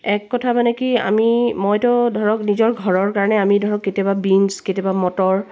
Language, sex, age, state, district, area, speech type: Assamese, female, 45-60, Assam, Tinsukia, rural, spontaneous